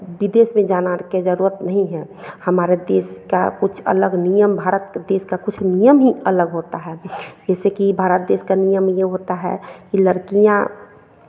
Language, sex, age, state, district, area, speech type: Hindi, female, 45-60, Bihar, Madhepura, rural, spontaneous